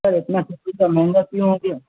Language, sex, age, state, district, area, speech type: Urdu, male, 18-30, Bihar, Saharsa, rural, conversation